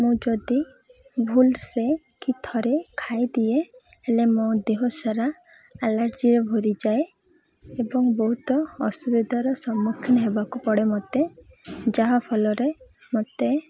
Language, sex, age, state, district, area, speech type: Odia, female, 18-30, Odisha, Malkangiri, urban, spontaneous